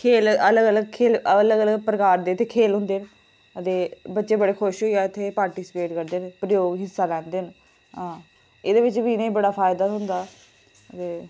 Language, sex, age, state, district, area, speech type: Dogri, female, 18-30, Jammu and Kashmir, Reasi, rural, spontaneous